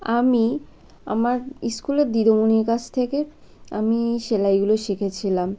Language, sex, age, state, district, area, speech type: Bengali, female, 18-30, West Bengal, Birbhum, urban, spontaneous